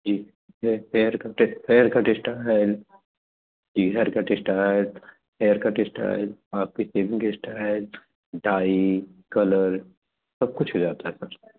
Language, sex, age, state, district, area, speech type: Hindi, male, 30-45, Madhya Pradesh, Katni, urban, conversation